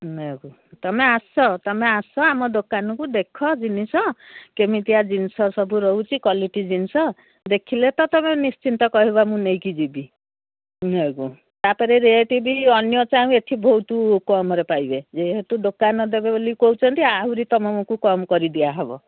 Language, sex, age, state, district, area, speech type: Odia, female, 60+, Odisha, Jharsuguda, rural, conversation